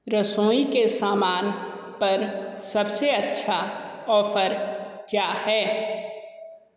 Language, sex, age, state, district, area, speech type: Hindi, male, 18-30, Uttar Pradesh, Sonbhadra, rural, read